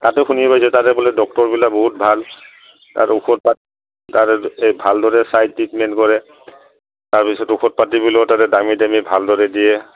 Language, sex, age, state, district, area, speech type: Assamese, male, 60+, Assam, Udalguri, rural, conversation